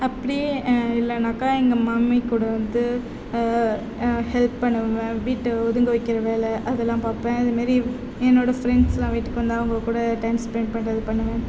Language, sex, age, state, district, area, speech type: Tamil, female, 18-30, Tamil Nadu, Mayiladuthurai, rural, spontaneous